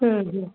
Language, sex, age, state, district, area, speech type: Kannada, female, 30-45, Karnataka, Gulbarga, urban, conversation